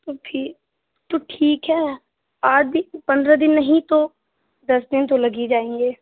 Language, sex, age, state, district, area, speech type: Hindi, female, 18-30, Bihar, Samastipur, rural, conversation